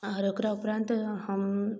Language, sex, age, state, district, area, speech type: Maithili, female, 18-30, Bihar, Darbhanga, rural, spontaneous